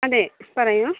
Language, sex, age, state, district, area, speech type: Malayalam, female, 30-45, Kerala, Thiruvananthapuram, rural, conversation